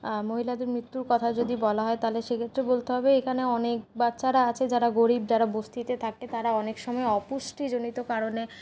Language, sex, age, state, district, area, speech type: Bengali, female, 60+, West Bengal, Paschim Bardhaman, urban, spontaneous